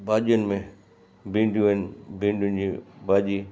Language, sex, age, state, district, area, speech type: Sindhi, male, 60+, Gujarat, Kutch, rural, spontaneous